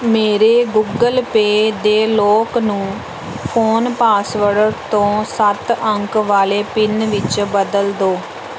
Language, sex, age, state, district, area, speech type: Punjabi, female, 30-45, Punjab, Pathankot, rural, read